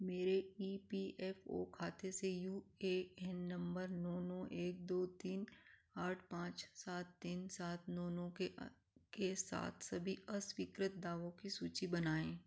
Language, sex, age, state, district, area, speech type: Hindi, female, 45-60, Madhya Pradesh, Ujjain, rural, read